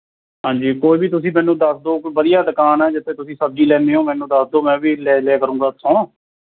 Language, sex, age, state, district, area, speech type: Punjabi, male, 18-30, Punjab, Shaheed Bhagat Singh Nagar, rural, conversation